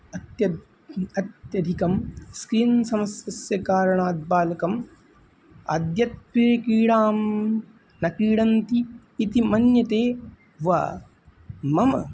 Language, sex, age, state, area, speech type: Sanskrit, male, 18-30, Uttar Pradesh, urban, spontaneous